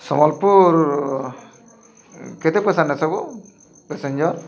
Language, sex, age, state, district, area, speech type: Odia, male, 45-60, Odisha, Bargarh, urban, spontaneous